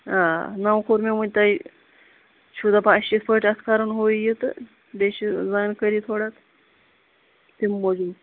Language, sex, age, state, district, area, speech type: Kashmiri, female, 30-45, Jammu and Kashmir, Kupwara, urban, conversation